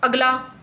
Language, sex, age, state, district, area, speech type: Dogri, female, 30-45, Jammu and Kashmir, Reasi, urban, read